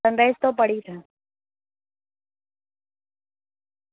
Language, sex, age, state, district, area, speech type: Gujarati, female, 18-30, Gujarat, Anand, urban, conversation